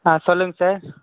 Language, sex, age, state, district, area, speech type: Tamil, male, 18-30, Tamil Nadu, Krishnagiri, rural, conversation